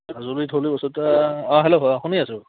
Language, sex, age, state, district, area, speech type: Assamese, female, 30-45, Assam, Goalpara, rural, conversation